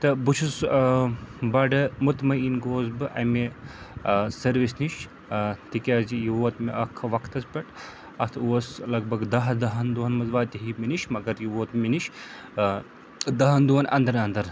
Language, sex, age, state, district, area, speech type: Kashmiri, male, 30-45, Jammu and Kashmir, Srinagar, urban, spontaneous